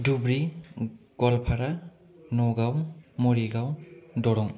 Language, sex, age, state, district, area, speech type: Bodo, male, 18-30, Assam, Kokrajhar, rural, spontaneous